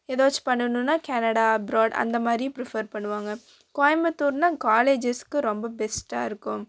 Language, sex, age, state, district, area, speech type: Tamil, female, 18-30, Tamil Nadu, Coimbatore, urban, spontaneous